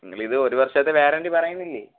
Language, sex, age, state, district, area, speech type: Malayalam, male, 18-30, Kerala, Kollam, rural, conversation